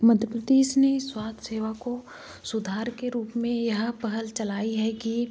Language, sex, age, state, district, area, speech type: Hindi, female, 30-45, Madhya Pradesh, Bhopal, urban, spontaneous